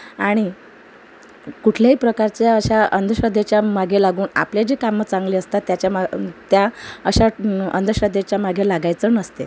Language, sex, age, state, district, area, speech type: Marathi, female, 30-45, Maharashtra, Amravati, urban, spontaneous